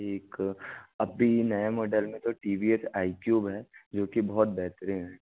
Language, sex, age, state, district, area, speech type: Hindi, male, 60+, Madhya Pradesh, Bhopal, urban, conversation